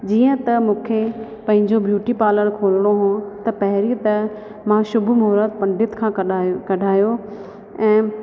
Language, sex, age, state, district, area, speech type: Sindhi, female, 30-45, Rajasthan, Ajmer, urban, spontaneous